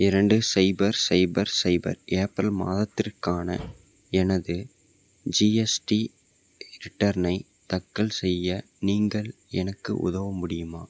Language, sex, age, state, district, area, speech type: Tamil, male, 18-30, Tamil Nadu, Salem, rural, read